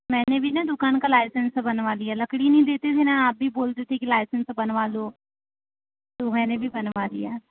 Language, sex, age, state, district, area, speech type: Hindi, female, 45-60, Madhya Pradesh, Balaghat, rural, conversation